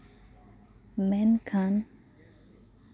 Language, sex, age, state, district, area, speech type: Santali, female, 18-30, West Bengal, Purba Bardhaman, rural, spontaneous